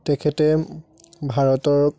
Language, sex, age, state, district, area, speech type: Assamese, male, 30-45, Assam, Biswanath, rural, spontaneous